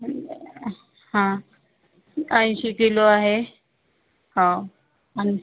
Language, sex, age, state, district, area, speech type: Marathi, female, 30-45, Maharashtra, Yavatmal, rural, conversation